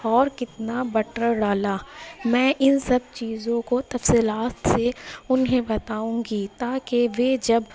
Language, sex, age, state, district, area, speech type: Urdu, female, 30-45, Uttar Pradesh, Lucknow, rural, spontaneous